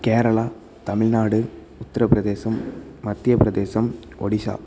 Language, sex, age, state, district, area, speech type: Tamil, male, 18-30, Tamil Nadu, Thanjavur, rural, spontaneous